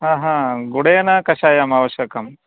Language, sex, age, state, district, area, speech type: Sanskrit, male, 45-60, Karnataka, Vijayanagara, rural, conversation